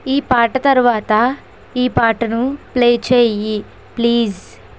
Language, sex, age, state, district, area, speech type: Telugu, female, 18-30, Andhra Pradesh, Kakinada, rural, read